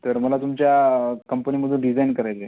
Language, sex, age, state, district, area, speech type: Marathi, male, 18-30, Maharashtra, Washim, rural, conversation